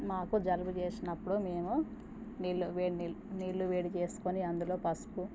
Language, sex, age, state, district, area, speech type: Telugu, female, 30-45, Telangana, Jangaon, rural, spontaneous